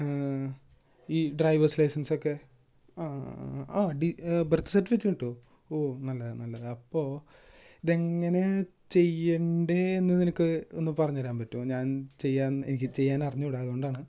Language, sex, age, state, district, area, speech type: Malayalam, male, 18-30, Kerala, Thrissur, urban, spontaneous